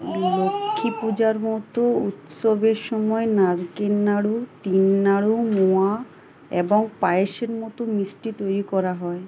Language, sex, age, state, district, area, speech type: Bengali, female, 18-30, West Bengal, Uttar Dinajpur, urban, read